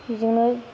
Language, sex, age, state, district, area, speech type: Bodo, female, 45-60, Assam, Kokrajhar, rural, spontaneous